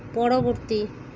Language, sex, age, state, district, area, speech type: Odia, female, 30-45, Odisha, Malkangiri, urban, read